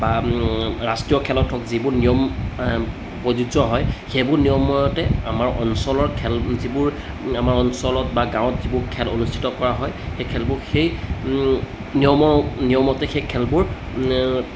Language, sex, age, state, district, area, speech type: Assamese, male, 30-45, Assam, Jorhat, urban, spontaneous